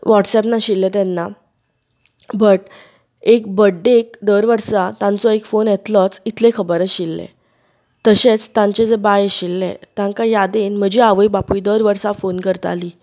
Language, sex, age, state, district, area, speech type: Goan Konkani, female, 30-45, Goa, Bardez, rural, spontaneous